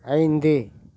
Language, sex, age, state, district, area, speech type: Tamil, male, 60+, Tamil Nadu, Tiruvannamalai, rural, read